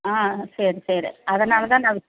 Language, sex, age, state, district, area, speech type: Tamil, female, 60+, Tamil Nadu, Perambalur, rural, conversation